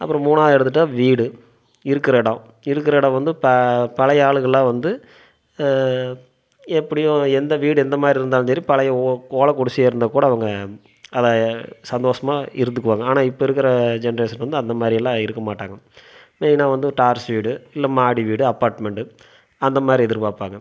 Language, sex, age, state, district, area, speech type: Tamil, male, 30-45, Tamil Nadu, Coimbatore, rural, spontaneous